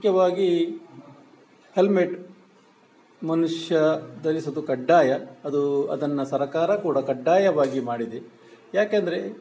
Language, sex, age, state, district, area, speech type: Kannada, male, 45-60, Karnataka, Udupi, rural, spontaneous